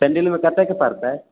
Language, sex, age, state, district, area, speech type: Maithili, male, 18-30, Bihar, Samastipur, rural, conversation